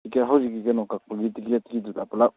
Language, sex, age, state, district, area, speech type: Manipuri, male, 18-30, Manipur, Kakching, rural, conversation